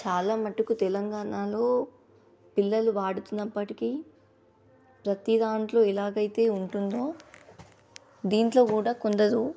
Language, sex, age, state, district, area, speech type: Telugu, female, 18-30, Telangana, Nizamabad, urban, spontaneous